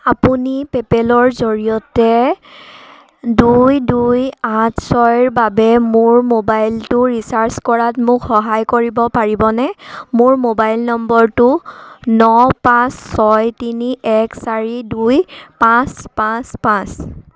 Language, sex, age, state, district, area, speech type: Assamese, female, 18-30, Assam, Sivasagar, rural, read